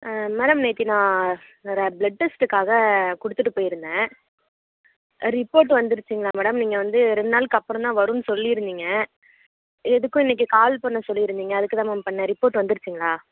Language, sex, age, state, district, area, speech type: Tamil, female, 30-45, Tamil Nadu, Nagapattinam, rural, conversation